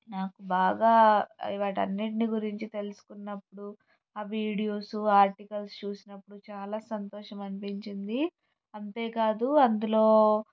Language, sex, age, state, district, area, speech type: Telugu, female, 18-30, Andhra Pradesh, Palnadu, urban, spontaneous